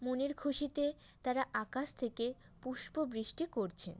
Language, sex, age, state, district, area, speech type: Bengali, female, 18-30, West Bengal, North 24 Parganas, urban, spontaneous